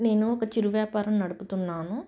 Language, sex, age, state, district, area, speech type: Telugu, female, 30-45, Telangana, Medchal, rural, spontaneous